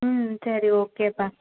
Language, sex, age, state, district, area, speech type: Tamil, female, 30-45, Tamil Nadu, Cuddalore, urban, conversation